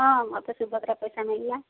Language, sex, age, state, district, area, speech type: Odia, female, 45-60, Odisha, Gajapati, rural, conversation